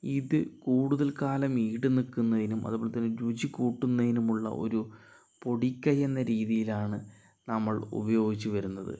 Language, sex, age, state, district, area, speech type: Malayalam, male, 45-60, Kerala, Palakkad, urban, spontaneous